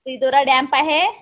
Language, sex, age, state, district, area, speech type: Marathi, female, 30-45, Maharashtra, Wardha, rural, conversation